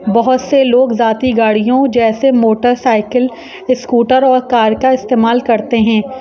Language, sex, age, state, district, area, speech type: Urdu, female, 30-45, Uttar Pradesh, Rampur, urban, spontaneous